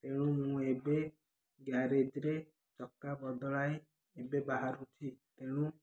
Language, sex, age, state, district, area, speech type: Odia, male, 18-30, Odisha, Ganjam, urban, spontaneous